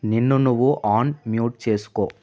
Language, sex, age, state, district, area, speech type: Telugu, male, 18-30, Telangana, Vikarabad, urban, read